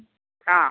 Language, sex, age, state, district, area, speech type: Malayalam, male, 18-30, Kerala, Wayanad, rural, conversation